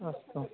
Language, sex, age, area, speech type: Sanskrit, male, 18-30, rural, conversation